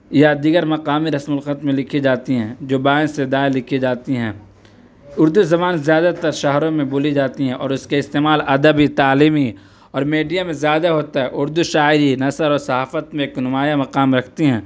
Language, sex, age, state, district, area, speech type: Urdu, male, 18-30, Uttar Pradesh, Saharanpur, urban, spontaneous